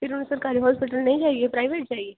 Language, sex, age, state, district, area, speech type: Dogri, female, 18-30, Jammu and Kashmir, Kathua, rural, conversation